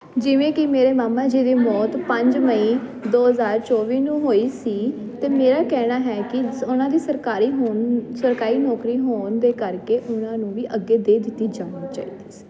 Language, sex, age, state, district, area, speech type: Punjabi, female, 18-30, Punjab, Jalandhar, urban, spontaneous